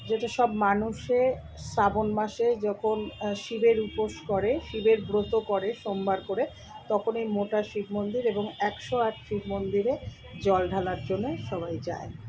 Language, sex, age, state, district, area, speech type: Bengali, female, 60+, West Bengal, Purba Bardhaman, urban, spontaneous